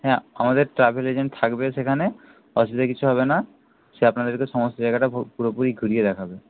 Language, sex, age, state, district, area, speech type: Bengali, male, 30-45, West Bengal, Nadia, rural, conversation